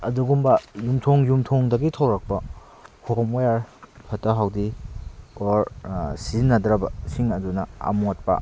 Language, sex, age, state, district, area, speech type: Manipuri, male, 30-45, Manipur, Kakching, rural, spontaneous